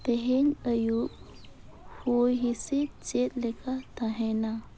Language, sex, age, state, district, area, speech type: Santali, female, 18-30, Jharkhand, Bokaro, rural, read